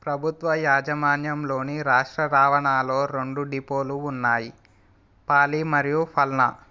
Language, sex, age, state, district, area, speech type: Telugu, male, 18-30, Telangana, Sangareddy, urban, read